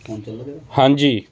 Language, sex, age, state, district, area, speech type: Punjabi, male, 30-45, Punjab, Hoshiarpur, urban, spontaneous